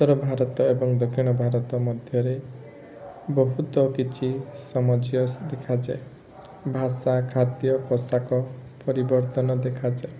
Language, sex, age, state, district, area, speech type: Odia, male, 18-30, Odisha, Rayagada, rural, spontaneous